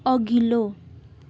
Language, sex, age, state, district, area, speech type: Nepali, female, 18-30, West Bengal, Darjeeling, rural, read